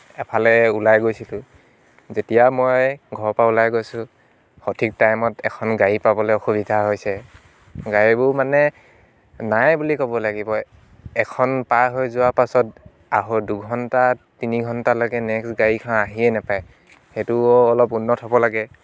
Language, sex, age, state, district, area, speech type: Assamese, male, 18-30, Assam, Dibrugarh, rural, spontaneous